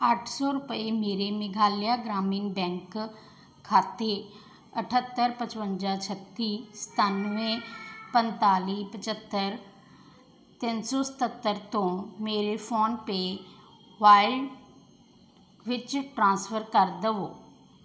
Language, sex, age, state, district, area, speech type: Punjabi, female, 30-45, Punjab, Mansa, urban, read